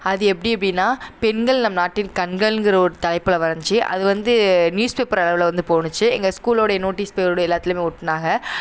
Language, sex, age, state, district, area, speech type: Tamil, female, 18-30, Tamil Nadu, Sivaganga, rural, spontaneous